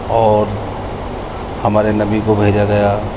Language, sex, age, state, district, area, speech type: Urdu, male, 30-45, Delhi, East Delhi, urban, spontaneous